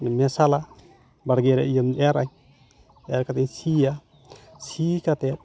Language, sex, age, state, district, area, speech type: Santali, male, 45-60, West Bengal, Uttar Dinajpur, rural, spontaneous